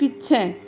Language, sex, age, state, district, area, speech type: Hindi, female, 18-30, Rajasthan, Nagaur, rural, read